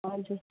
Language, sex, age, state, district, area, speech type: Nepali, other, 30-45, West Bengal, Kalimpong, rural, conversation